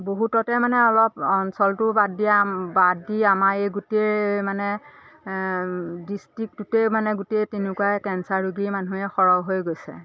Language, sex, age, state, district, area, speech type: Assamese, female, 45-60, Assam, Majuli, urban, spontaneous